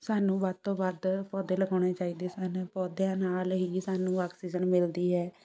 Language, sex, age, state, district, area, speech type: Punjabi, female, 60+, Punjab, Shaheed Bhagat Singh Nagar, rural, spontaneous